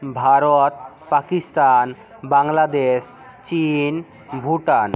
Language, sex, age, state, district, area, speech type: Bengali, male, 45-60, West Bengal, South 24 Parganas, rural, spontaneous